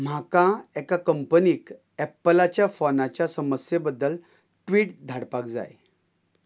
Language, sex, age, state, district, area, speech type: Goan Konkani, male, 45-60, Goa, Ponda, rural, read